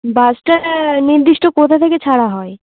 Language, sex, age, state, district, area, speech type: Bengali, female, 18-30, West Bengal, Darjeeling, urban, conversation